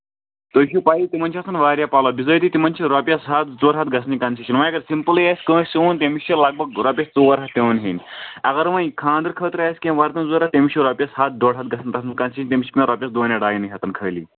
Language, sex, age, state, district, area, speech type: Kashmiri, male, 18-30, Jammu and Kashmir, Kulgam, rural, conversation